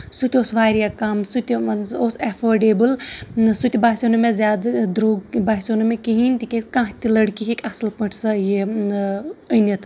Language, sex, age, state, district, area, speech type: Kashmiri, female, 30-45, Jammu and Kashmir, Shopian, urban, spontaneous